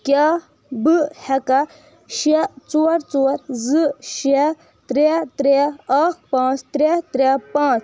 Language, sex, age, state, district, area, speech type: Kashmiri, female, 18-30, Jammu and Kashmir, Budgam, rural, read